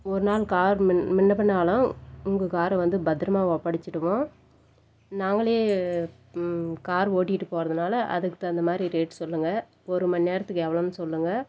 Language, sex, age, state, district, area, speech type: Tamil, female, 30-45, Tamil Nadu, Dharmapuri, urban, spontaneous